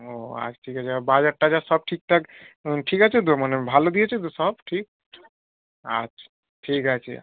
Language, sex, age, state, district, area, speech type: Bengali, male, 18-30, West Bengal, North 24 Parganas, urban, conversation